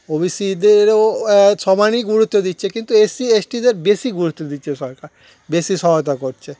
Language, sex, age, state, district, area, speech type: Bengali, male, 30-45, West Bengal, Darjeeling, urban, spontaneous